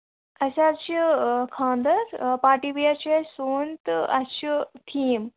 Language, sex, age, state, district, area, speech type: Kashmiri, female, 30-45, Jammu and Kashmir, Kulgam, rural, conversation